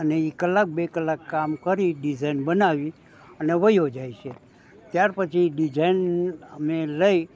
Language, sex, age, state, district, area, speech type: Gujarati, male, 60+, Gujarat, Rajkot, urban, spontaneous